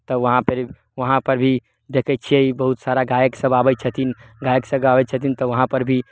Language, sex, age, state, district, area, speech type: Maithili, male, 18-30, Bihar, Samastipur, rural, spontaneous